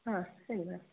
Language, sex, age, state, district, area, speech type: Kannada, female, 30-45, Karnataka, Shimoga, rural, conversation